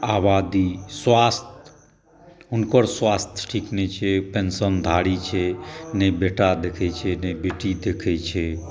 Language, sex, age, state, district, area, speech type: Maithili, male, 60+, Bihar, Saharsa, urban, spontaneous